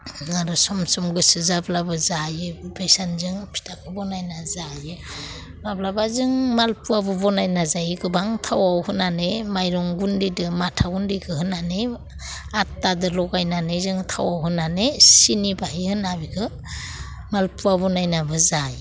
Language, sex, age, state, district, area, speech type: Bodo, female, 45-60, Assam, Udalguri, urban, spontaneous